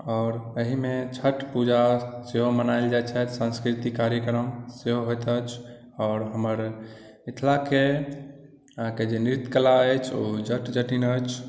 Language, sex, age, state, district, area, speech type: Maithili, male, 18-30, Bihar, Madhubani, rural, spontaneous